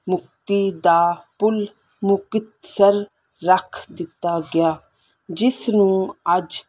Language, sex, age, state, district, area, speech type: Punjabi, female, 30-45, Punjab, Mansa, urban, spontaneous